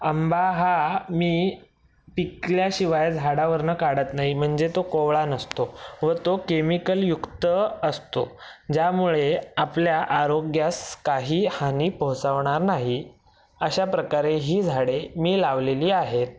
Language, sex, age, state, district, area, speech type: Marathi, male, 18-30, Maharashtra, Raigad, rural, spontaneous